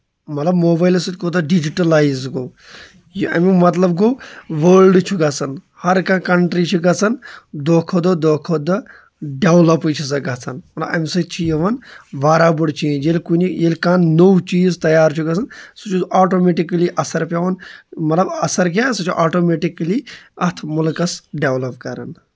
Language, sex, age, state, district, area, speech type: Kashmiri, male, 18-30, Jammu and Kashmir, Shopian, rural, spontaneous